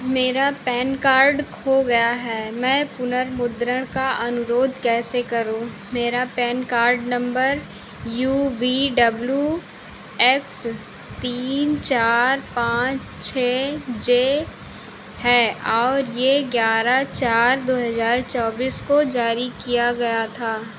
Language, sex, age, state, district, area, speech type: Hindi, female, 45-60, Uttar Pradesh, Ayodhya, rural, read